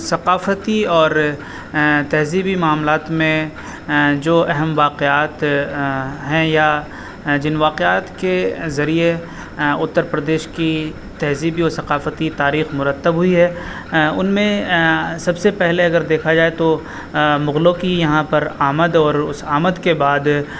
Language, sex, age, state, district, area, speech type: Urdu, male, 30-45, Uttar Pradesh, Aligarh, urban, spontaneous